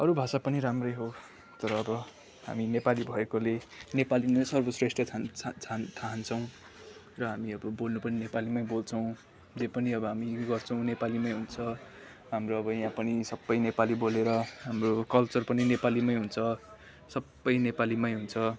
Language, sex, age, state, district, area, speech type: Nepali, male, 18-30, West Bengal, Kalimpong, rural, spontaneous